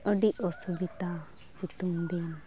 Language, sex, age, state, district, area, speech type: Santali, female, 18-30, West Bengal, Malda, rural, spontaneous